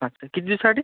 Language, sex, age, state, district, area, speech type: Marathi, male, 30-45, Maharashtra, Amravati, urban, conversation